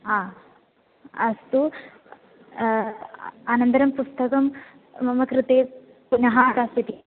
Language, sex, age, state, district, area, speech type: Sanskrit, female, 18-30, Kerala, Malappuram, rural, conversation